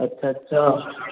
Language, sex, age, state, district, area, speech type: Punjabi, male, 18-30, Punjab, Hoshiarpur, urban, conversation